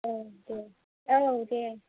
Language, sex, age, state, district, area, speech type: Bodo, female, 45-60, Assam, Kokrajhar, rural, conversation